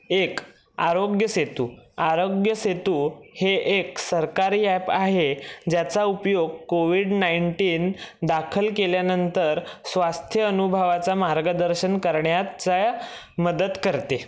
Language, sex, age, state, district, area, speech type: Marathi, male, 18-30, Maharashtra, Raigad, rural, spontaneous